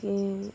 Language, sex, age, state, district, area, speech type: Nepali, female, 30-45, West Bengal, Kalimpong, rural, spontaneous